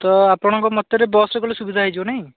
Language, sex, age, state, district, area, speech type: Odia, male, 45-60, Odisha, Bhadrak, rural, conversation